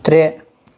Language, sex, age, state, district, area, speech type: Kashmiri, male, 18-30, Jammu and Kashmir, Shopian, rural, read